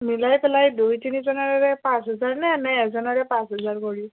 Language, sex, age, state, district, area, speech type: Assamese, female, 30-45, Assam, Dhemaji, urban, conversation